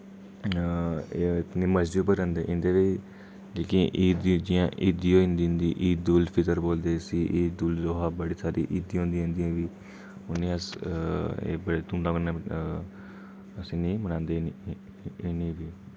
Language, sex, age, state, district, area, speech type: Dogri, male, 30-45, Jammu and Kashmir, Udhampur, urban, spontaneous